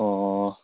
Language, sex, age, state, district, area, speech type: Manipuri, male, 18-30, Manipur, Senapati, rural, conversation